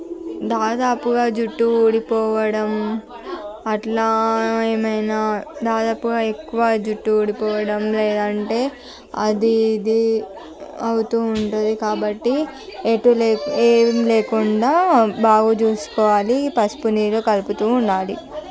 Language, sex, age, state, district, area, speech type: Telugu, female, 45-60, Andhra Pradesh, Visakhapatnam, urban, spontaneous